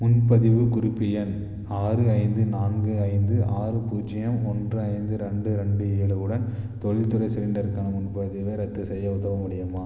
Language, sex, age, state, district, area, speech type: Tamil, male, 18-30, Tamil Nadu, Dharmapuri, rural, read